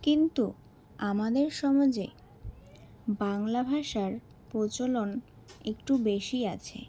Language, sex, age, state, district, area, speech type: Bengali, female, 18-30, West Bengal, Alipurduar, rural, spontaneous